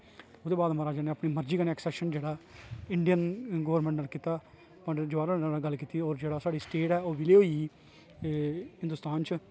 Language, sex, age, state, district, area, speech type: Dogri, male, 30-45, Jammu and Kashmir, Kathua, urban, spontaneous